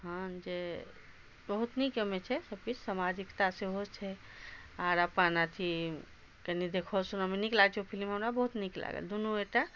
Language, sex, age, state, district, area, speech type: Maithili, female, 60+, Bihar, Madhubani, rural, spontaneous